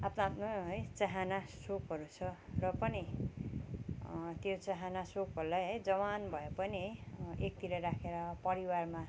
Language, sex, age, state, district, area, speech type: Nepali, female, 45-60, West Bengal, Kalimpong, rural, spontaneous